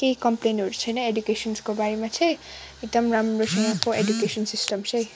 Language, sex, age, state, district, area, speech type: Nepali, female, 18-30, West Bengal, Kalimpong, rural, spontaneous